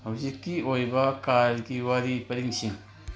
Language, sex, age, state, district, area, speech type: Manipuri, male, 45-60, Manipur, Kangpokpi, urban, read